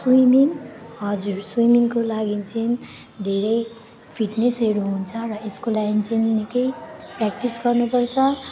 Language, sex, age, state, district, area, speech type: Nepali, female, 18-30, West Bengal, Alipurduar, urban, spontaneous